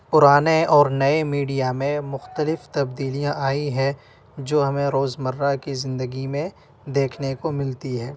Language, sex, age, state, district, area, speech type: Urdu, male, 18-30, Uttar Pradesh, Ghaziabad, urban, spontaneous